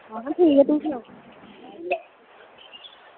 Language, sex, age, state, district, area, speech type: Dogri, female, 18-30, Jammu and Kashmir, Udhampur, rural, conversation